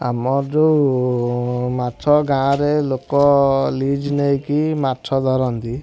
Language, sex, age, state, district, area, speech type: Odia, male, 18-30, Odisha, Kendujhar, urban, spontaneous